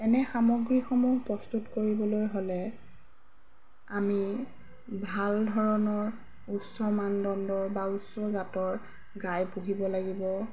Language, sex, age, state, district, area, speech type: Assamese, female, 30-45, Assam, Golaghat, rural, spontaneous